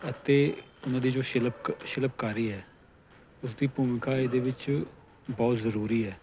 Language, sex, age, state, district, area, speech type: Punjabi, male, 30-45, Punjab, Faridkot, urban, spontaneous